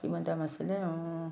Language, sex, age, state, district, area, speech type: Assamese, female, 60+, Assam, Udalguri, rural, spontaneous